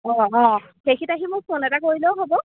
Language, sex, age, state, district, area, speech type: Assamese, female, 18-30, Assam, Golaghat, rural, conversation